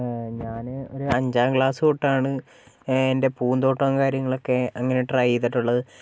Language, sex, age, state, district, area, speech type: Malayalam, female, 18-30, Kerala, Wayanad, rural, spontaneous